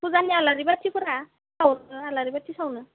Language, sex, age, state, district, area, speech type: Bodo, female, 18-30, Assam, Udalguri, rural, conversation